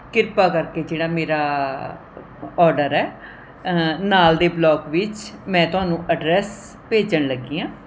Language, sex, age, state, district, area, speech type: Punjabi, female, 45-60, Punjab, Mohali, urban, spontaneous